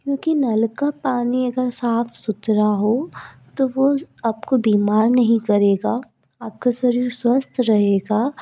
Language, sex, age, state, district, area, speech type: Hindi, female, 45-60, Madhya Pradesh, Bhopal, urban, spontaneous